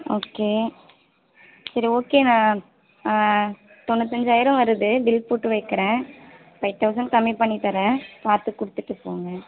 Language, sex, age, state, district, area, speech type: Tamil, female, 30-45, Tamil Nadu, Mayiladuthurai, urban, conversation